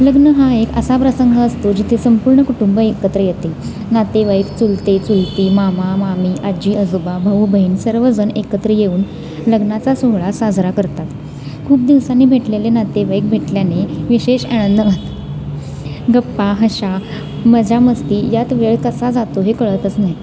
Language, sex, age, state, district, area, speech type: Marathi, female, 18-30, Maharashtra, Kolhapur, urban, spontaneous